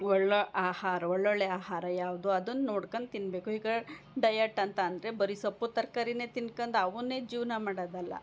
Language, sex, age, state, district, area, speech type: Kannada, female, 45-60, Karnataka, Hassan, urban, spontaneous